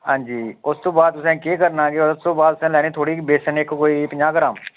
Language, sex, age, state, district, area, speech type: Dogri, male, 45-60, Jammu and Kashmir, Udhampur, urban, conversation